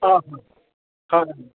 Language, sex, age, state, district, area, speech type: Assamese, male, 60+, Assam, Charaideo, rural, conversation